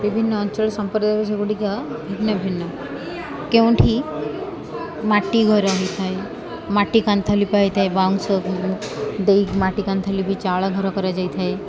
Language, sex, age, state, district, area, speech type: Odia, female, 30-45, Odisha, Koraput, urban, spontaneous